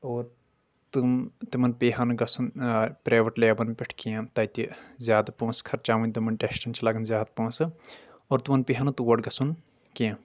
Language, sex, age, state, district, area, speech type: Kashmiri, male, 18-30, Jammu and Kashmir, Shopian, urban, spontaneous